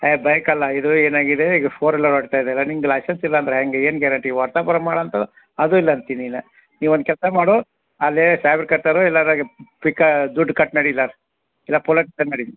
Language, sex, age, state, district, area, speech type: Kannada, male, 45-60, Karnataka, Belgaum, rural, conversation